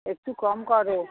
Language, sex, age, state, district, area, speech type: Bengali, female, 60+, West Bengal, Hooghly, rural, conversation